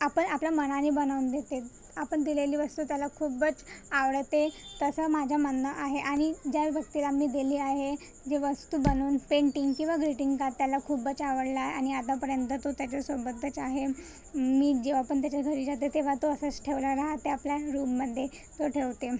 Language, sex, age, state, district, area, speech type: Marathi, female, 30-45, Maharashtra, Nagpur, urban, spontaneous